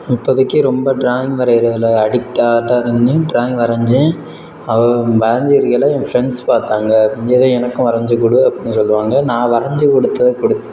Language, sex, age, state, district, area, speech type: Tamil, male, 18-30, Tamil Nadu, Sivaganga, rural, spontaneous